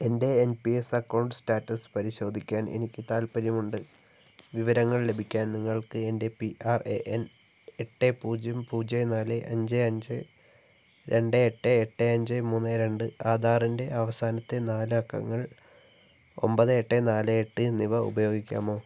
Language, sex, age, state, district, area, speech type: Malayalam, male, 18-30, Kerala, Wayanad, rural, read